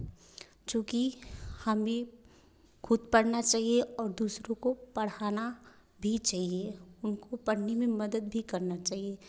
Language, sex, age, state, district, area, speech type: Hindi, female, 30-45, Uttar Pradesh, Varanasi, rural, spontaneous